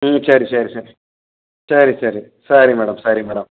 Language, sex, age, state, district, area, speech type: Tamil, male, 45-60, Tamil Nadu, Perambalur, urban, conversation